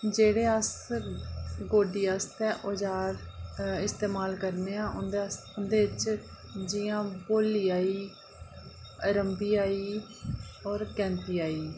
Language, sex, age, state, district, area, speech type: Dogri, female, 30-45, Jammu and Kashmir, Reasi, rural, spontaneous